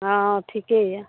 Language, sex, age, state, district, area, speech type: Maithili, female, 18-30, Bihar, Saharsa, rural, conversation